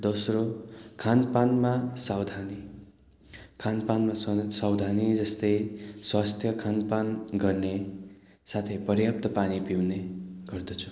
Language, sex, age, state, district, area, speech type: Nepali, male, 30-45, West Bengal, Darjeeling, rural, spontaneous